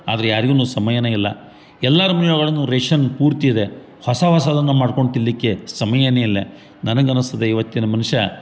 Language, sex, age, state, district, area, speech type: Kannada, male, 45-60, Karnataka, Gadag, rural, spontaneous